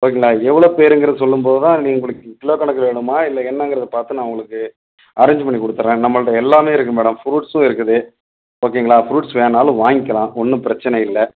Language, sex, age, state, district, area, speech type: Tamil, male, 45-60, Tamil Nadu, Perambalur, urban, conversation